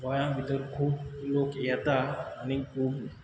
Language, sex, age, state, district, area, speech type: Goan Konkani, male, 18-30, Goa, Quepem, urban, spontaneous